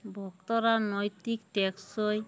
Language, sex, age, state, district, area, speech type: Bengali, female, 60+, West Bengal, Uttar Dinajpur, urban, spontaneous